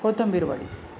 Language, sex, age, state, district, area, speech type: Marathi, female, 30-45, Maharashtra, Jalna, urban, spontaneous